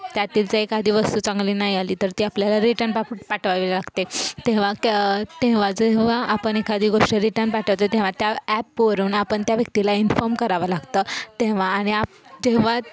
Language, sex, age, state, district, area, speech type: Marathi, female, 18-30, Maharashtra, Satara, urban, spontaneous